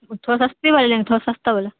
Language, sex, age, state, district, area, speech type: Urdu, female, 18-30, Bihar, Saharsa, rural, conversation